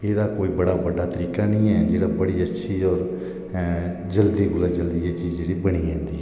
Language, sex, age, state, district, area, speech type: Dogri, male, 45-60, Jammu and Kashmir, Reasi, rural, spontaneous